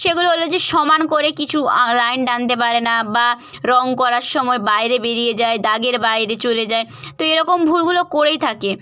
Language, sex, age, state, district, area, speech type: Bengali, female, 30-45, West Bengal, Purba Medinipur, rural, spontaneous